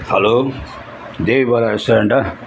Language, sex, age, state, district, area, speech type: Tamil, male, 30-45, Tamil Nadu, Cuddalore, rural, spontaneous